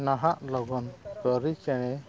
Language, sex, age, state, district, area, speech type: Santali, male, 45-60, Odisha, Mayurbhanj, rural, spontaneous